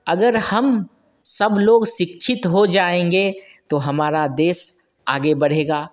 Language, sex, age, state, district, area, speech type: Hindi, male, 30-45, Bihar, Begusarai, rural, spontaneous